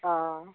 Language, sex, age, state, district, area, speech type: Assamese, female, 30-45, Assam, Darrang, rural, conversation